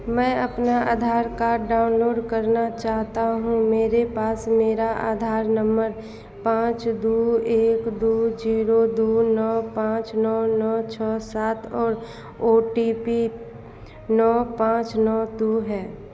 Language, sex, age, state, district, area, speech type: Hindi, female, 18-30, Bihar, Madhepura, rural, read